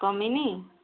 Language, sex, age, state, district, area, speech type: Odia, female, 45-60, Odisha, Angul, rural, conversation